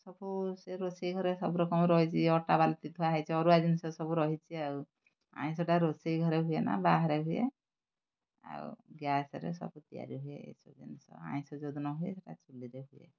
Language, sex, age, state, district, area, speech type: Odia, female, 60+, Odisha, Kendrapara, urban, spontaneous